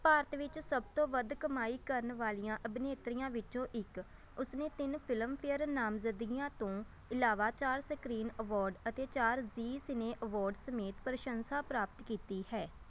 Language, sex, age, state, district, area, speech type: Punjabi, female, 18-30, Punjab, Shaheed Bhagat Singh Nagar, urban, read